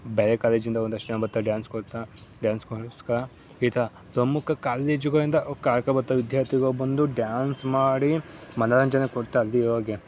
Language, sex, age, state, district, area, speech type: Kannada, male, 18-30, Karnataka, Mandya, rural, spontaneous